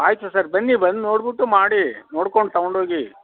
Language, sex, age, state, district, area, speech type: Kannada, male, 60+, Karnataka, Kodagu, rural, conversation